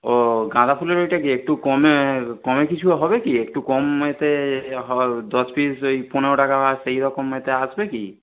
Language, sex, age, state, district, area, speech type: Bengali, male, 30-45, West Bengal, Darjeeling, rural, conversation